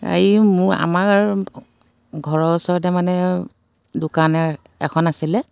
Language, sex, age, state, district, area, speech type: Assamese, female, 45-60, Assam, Biswanath, rural, spontaneous